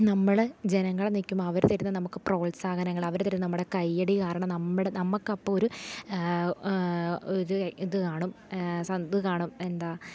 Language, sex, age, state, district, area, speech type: Malayalam, female, 18-30, Kerala, Alappuzha, rural, spontaneous